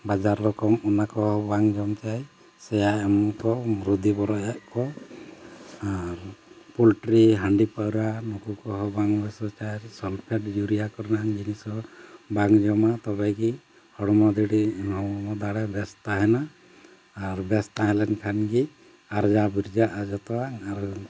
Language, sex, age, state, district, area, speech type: Santali, male, 45-60, Jharkhand, Bokaro, rural, spontaneous